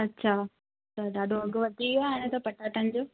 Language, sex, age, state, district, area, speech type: Sindhi, female, 18-30, Gujarat, Kutch, rural, conversation